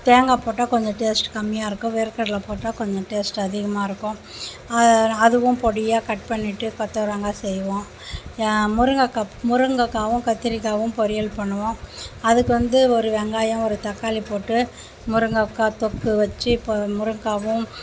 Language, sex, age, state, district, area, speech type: Tamil, female, 60+, Tamil Nadu, Mayiladuthurai, rural, spontaneous